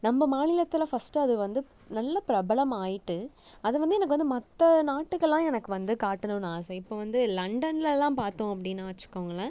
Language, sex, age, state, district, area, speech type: Tamil, female, 18-30, Tamil Nadu, Nagapattinam, rural, spontaneous